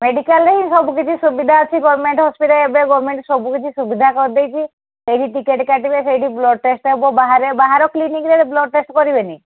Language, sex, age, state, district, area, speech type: Odia, female, 45-60, Odisha, Angul, rural, conversation